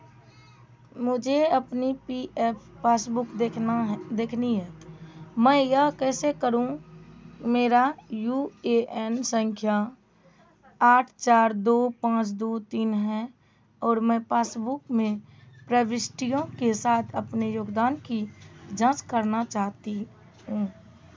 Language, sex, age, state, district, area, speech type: Hindi, female, 30-45, Bihar, Madhepura, rural, read